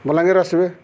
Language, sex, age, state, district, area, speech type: Odia, male, 45-60, Odisha, Subarnapur, urban, spontaneous